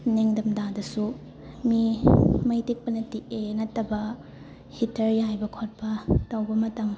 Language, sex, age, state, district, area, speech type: Manipuri, female, 18-30, Manipur, Imphal West, rural, spontaneous